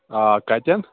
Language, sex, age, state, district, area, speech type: Kashmiri, male, 18-30, Jammu and Kashmir, Pulwama, rural, conversation